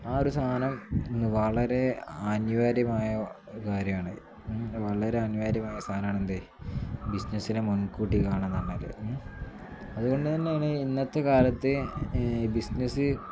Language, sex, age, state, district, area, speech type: Malayalam, male, 18-30, Kerala, Malappuram, rural, spontaneous